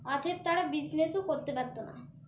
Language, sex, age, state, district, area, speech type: Bengali, female, 18-30, West Bengal, Dakshin Dinajpur, urban, spontaneous